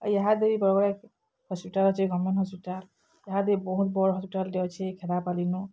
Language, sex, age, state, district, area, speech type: Odia, female, 45-60, Odisha, Bargarh, urban, spontaneous